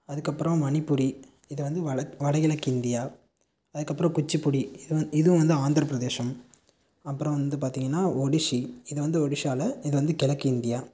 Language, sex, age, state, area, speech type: Tamil, male, 18-30, Tamil Nadu, rural, spontaneous